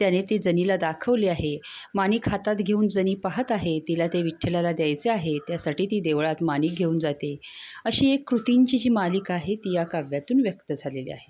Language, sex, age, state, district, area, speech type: Marathi, female, 30-45, Maharashtra, Satara, rural, spontaneous